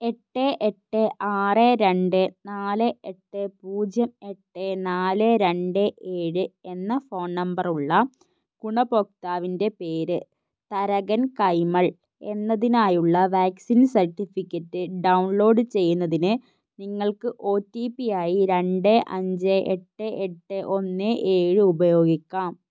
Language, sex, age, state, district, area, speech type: Malayalam, female, 30-45, Kerala, Wayanad, rural, read